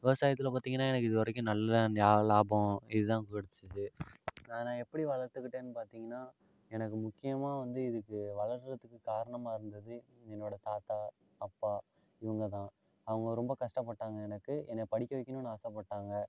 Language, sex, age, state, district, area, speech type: Tamil, male, 45-60, Tamil Nadu, Ariyalur, rural, spontaneous